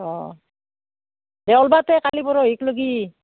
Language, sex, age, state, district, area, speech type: Assamese, female, 45-60, Assam, Barpeta, rural, conversation